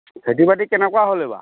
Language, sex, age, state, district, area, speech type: Assamese, male, 60+, Assam, Lakhimpur, urban, conversation